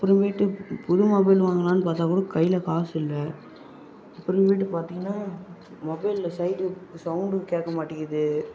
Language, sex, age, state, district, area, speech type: Tamil, male, 30-45, Tamil Nadu, Viluppuram, rural, spontaneous